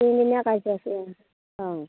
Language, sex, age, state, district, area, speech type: Assamese, female, 30-45, Assam, Charaideo, rural, conversation